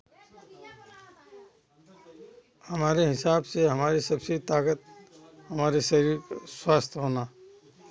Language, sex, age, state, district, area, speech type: Hindi, male, 60+, Uttar Pradesh, Jaunpur, rural, spontaneous